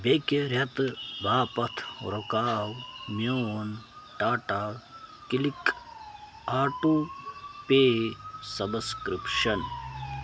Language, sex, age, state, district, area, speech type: Kashmiri, male, 30-45, Jammu and Kashmir, Bandipora, rural, read